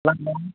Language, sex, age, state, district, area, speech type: Bodo, male, 45-60, Assam, Kokrajhar, rural, conversation